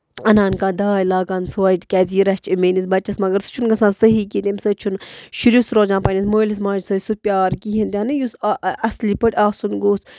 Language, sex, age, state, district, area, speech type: Kashmiri, female, 30-45, Jammu and Kashmir, Budgam, rural, spontaneous